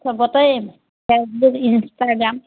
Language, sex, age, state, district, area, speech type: Assamese, female, 30-45, Assam, Biswanath, rural, conversation